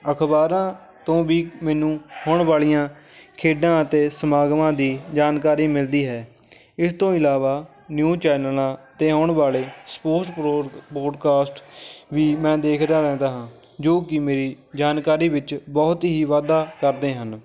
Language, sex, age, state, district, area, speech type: Punjabi, male, 18-30, Punjab, Fatehgarh Sahib, rural, spontaneous